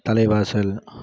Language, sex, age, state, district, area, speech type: Tamil, male, 18-30, Tamil Nadu, Kallakurichi, rural, spontaneous